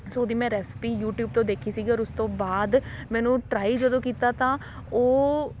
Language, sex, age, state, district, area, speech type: Punjabi, female, 30-45, Punjab, Patiala, rural, spontaneous